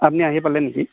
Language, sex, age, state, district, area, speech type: Assamese, male, 45-60, Assam, Barpeta, rural, conversation